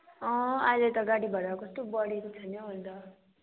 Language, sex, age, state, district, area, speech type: Nepali, female, 18-30, West Bengal, Kalimpong, rural, conversation